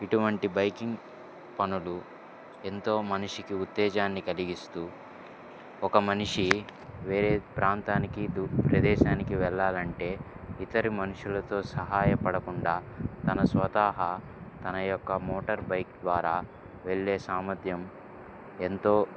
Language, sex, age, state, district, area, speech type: Telugu, male, 18-30, Andhra Pradesh, Guntur, urban, spontaneous